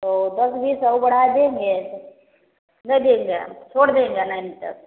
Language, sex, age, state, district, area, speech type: Hindi, female, 30-45, Uttar Pradesh, Prayagraj, rural, conversation